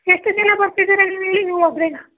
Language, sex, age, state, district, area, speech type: Kannada, female, 18-30, Karnataka, Chamarajanagar, rural, conversation